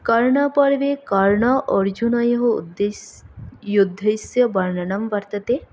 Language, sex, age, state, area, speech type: Sanskrit, female, 18-30, Tripura, rural, spontaneous